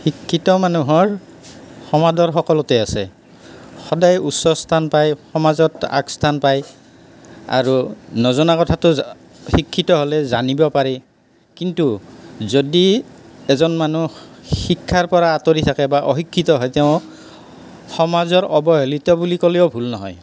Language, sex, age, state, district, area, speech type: Assamese, male, 60+, Assam, Nalbari, rural, spontaneous